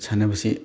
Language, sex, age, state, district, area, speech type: Manipuri, male, 30-45, Manipur, Chandel, rural, spontaneous